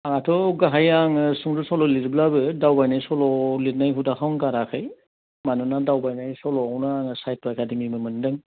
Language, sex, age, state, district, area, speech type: Bodo, male, 60+, Assam, Udalguri, urban, conversation